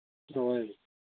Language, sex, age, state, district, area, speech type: Manipuri, male, 60+, Manipur, Thoubal, rural, conversation